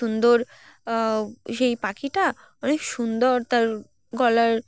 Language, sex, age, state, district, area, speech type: Bengali, female, 18-30, West Bengal, Uttar Dinajpur, urban, spontaneous